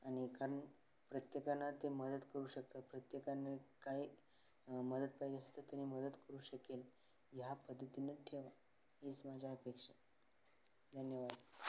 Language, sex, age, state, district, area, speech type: Marathi, male, 18-30, Maharashtra, Sangli, rural, spontaneous